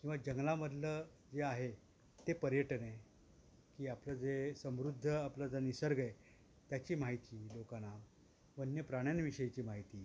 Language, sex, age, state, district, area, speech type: Marathi, male, 60+, Maharashtra, Thane, urban, spontaneous